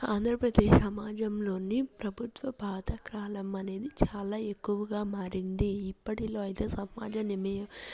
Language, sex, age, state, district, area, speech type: Telugu, female, 18-30, Andhra Pradesh, Chittoor, urban, spontaneous